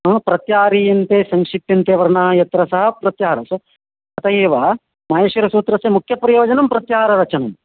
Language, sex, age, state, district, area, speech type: Sanskrit, male, 45-60, Karnataka, Uttara Kannada, rural, conversation